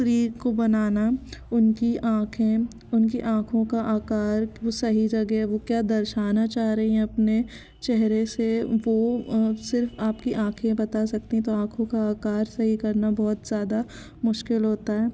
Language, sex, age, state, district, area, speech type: Hindi, female, 18-30, Madhya Pradesh, Jabalpur, urban, spontaneous